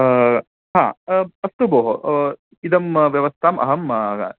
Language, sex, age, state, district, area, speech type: Sanskrit, male, 30-45, Karnataka, Bangalore Urban, urban, conversation